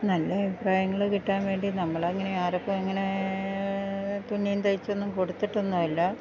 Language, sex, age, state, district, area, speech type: Malayalam, female, 60+, Kerala, Idukki, rural, spontaneous